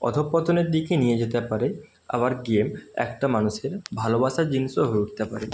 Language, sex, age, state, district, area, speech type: Bengali, male, 30-45, West Bengal, Purba Medinipur, rural, spontaneous